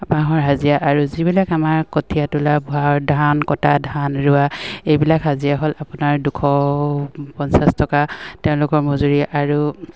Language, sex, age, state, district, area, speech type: Assamese, female, 45-60, Assam, Dibrugarh, rural, spontaneous